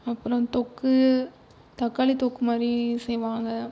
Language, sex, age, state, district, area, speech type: Tamil, female, 18-30, Tamil Nadu, Tiruchirappalli, rural, spontaneous